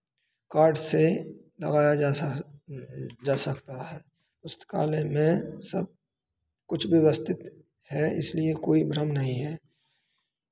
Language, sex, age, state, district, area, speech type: Hindi, male, 30-45, Madhya Pradesh, Hoshangabad, rural, spontaneous